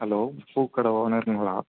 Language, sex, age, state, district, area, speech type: Tamil, male, 18-30, Tamil Nadu, Chennai, urban, conversation